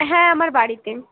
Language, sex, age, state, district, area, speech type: Bengali, female, 18-30, West Bengal, Bankura, urban, conversation